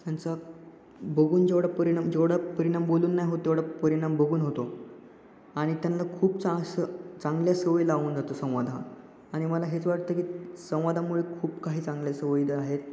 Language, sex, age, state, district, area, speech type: Marathi, male, 18-30, Maharashtra, Ratnagiri, urban, spontaneous